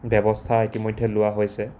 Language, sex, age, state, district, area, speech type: Assamese, male, 18-30, Assam, Dibrugarh, rural, spontaneous